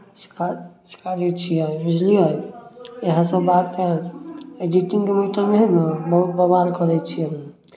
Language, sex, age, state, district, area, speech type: Maithili, male, 18-30, Bihar, Samastipur, rural, spontaneous